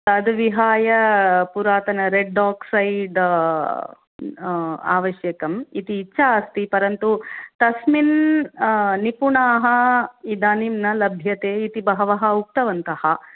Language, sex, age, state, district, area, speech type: Sanskrit, female, 45-60, Tamil Nadu, Chennai, urban, conversation